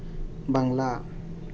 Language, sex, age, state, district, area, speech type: Santali, male, 30-45, Jharkhand, East Singhbhum, rural, spontaneous